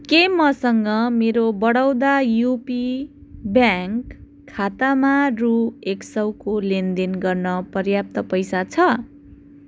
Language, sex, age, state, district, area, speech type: Nepali, female, 18-30, West Bengal, Darjeeling, rural, read